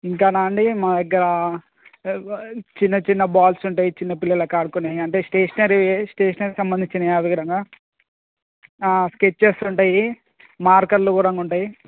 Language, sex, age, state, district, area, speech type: Telugu, male, 18-30, Telangana, Ranga Reddy, rural, conversation